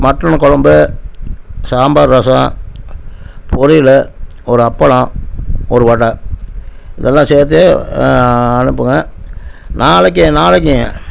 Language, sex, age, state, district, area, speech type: Tamil, male, 60+, Tamil Nadu, Namakkal, rural, spontaneous